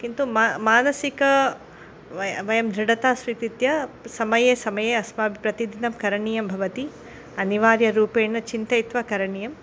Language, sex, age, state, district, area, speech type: Sanskrit, female, 45-60, Karnataka, Udupi, urban, spontaneous